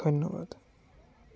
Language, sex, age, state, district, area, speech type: Assamese, male, 30-45, Assam, Biswanath, rural, spontaneous